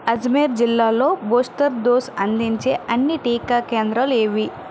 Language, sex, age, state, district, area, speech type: Telugu, female, 60+, Andhra Pradesh, Vizianagaram, rural, read